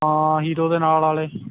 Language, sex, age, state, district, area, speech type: Punjabi, male, 18-30, Punjab, Ludhiana, rural, conversation